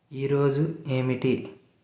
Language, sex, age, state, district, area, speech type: Telugu, male, 45-60, Andhra Pradesh, East Godavari, rural, read